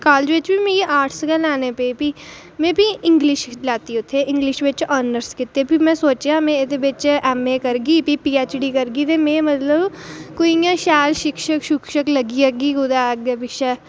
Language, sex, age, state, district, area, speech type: Dogri, female, 18-30, Jammu and Kashmir, Reasi, rural, spontaneous